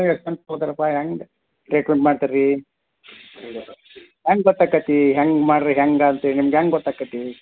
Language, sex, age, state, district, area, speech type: Kannada, male, 45-60, Karnataka, Belgaum, rural, conversation